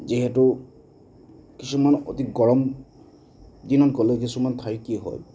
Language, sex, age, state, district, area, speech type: Assamese, male, 30-45, Assam, Nagaon, rural, spontaneous